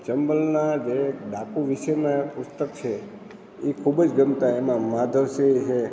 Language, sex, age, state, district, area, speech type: Gujarati, male, 60+, Gujarat, Amreli, rural, spontaneous